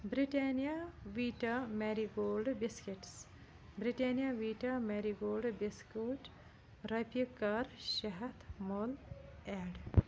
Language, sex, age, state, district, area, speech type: Kashmiri, female, 45-60, Jammu and Kashmir, Bandipora, rural, read